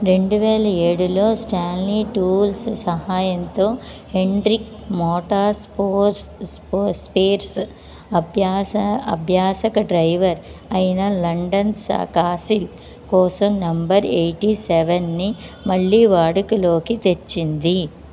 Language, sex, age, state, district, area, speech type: Telugu, female, 45-60, Andhra Pradesh, Anakapalli, rural, read